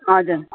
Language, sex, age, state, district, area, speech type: Nepali, female, 30-45, West Bengal, Darjeeling, rural, conversation